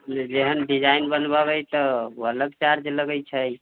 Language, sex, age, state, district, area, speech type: Maithili, male, 45-60, Bihar, Sitamarhi, rural, conversation